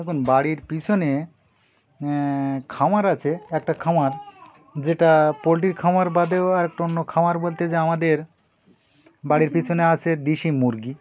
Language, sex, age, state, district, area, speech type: Bengali, male, 60+, West Bengal, Birbhum, urban, spontaneous